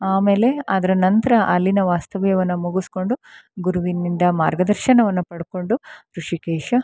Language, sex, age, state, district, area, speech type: Kannada, female, 45-60, Karnataka, Chikkamagaluru, rural, spontaneous